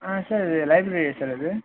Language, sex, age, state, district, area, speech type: Tamil, male, 18-30, Tamil Nadu, Viluppuram, urban, conversation